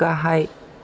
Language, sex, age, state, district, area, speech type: Bodo, male, 18-30, Assam, Chirang, rural, read